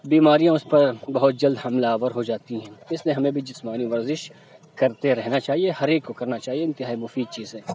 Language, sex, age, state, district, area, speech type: Urdu, male, 45-60, Uttar Pradesh, Lucknow, urban, spontaneous